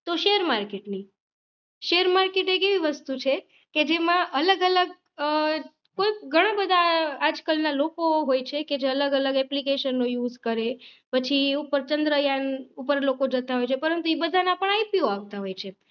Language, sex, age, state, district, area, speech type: Gujarati, female, 30-45, Gujarat, Rajkot, urban, spontaneous